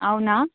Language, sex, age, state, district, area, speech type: Telugu, female, 18-30, Andhra Pradesh, Krishna, urban, conversation